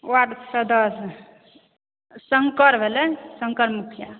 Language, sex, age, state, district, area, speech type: Maithili, female, 30-45, Bihar, Supaul, rural, conversation